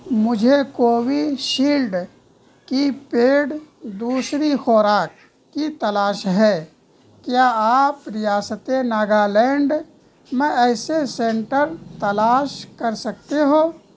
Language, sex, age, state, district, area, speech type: Urdu, male, 30-45, Bihar, Purnia, rural, read